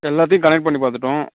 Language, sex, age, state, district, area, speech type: Tamil, male, 30-45, Tamil Nadu, Tiruvarur, rural, conversation